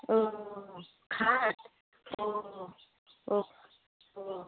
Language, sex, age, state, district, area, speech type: Bengali, male, 60+, West Bengal, Darjeeling, rural, conversation